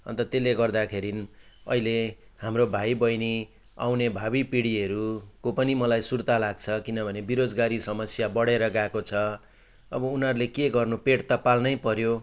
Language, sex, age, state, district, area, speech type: Nepali, male, 45-60, West Bengal, Kalimpong, rural, spontaneous